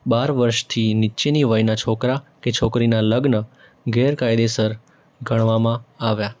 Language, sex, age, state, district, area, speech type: Gujarati, male, 18-30, Gujarat, Mehsana, rural, spontaneous